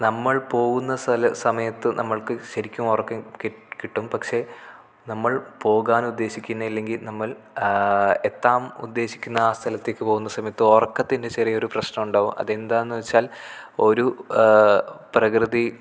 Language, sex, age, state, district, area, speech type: Malayalam, male, 18-30, Kerala, Kasaragod, rural, spontaneous